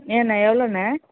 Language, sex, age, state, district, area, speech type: Tamil, female, 45-60, Tamil Nadu, Madurai, urban, conversation